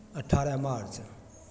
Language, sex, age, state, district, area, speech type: Maithili, male, 60+, Bihar, Begusarai, rural, spontaneous